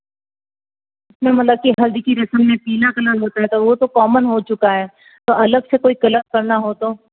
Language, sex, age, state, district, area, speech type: Hindi, female, 30-45, Rajasthan, Jodhpur, urban, conversation